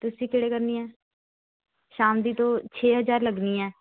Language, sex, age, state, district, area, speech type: Punjabi, female, 18-30, Punjab, Shaheed Bhagat Singh Nagar, rural, conversation